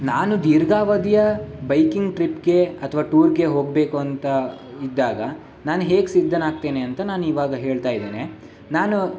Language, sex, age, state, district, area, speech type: Kannada, male, 18-30, Karnataka, Shimoga, rural, spontaneous